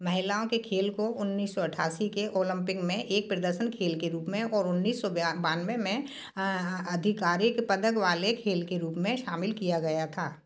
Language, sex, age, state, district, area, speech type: Hindi, female, 60+, Madhya Pradesh, Gwalior, urban, read